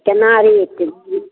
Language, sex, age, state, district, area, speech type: Maithili, female, 45-60, Bihar, Darbhanga, rural, conversation